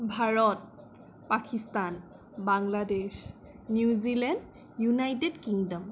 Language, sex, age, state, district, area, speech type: Assamese, female, 18-30, Assam, Kamrup Metropolitan, urban, spontaneous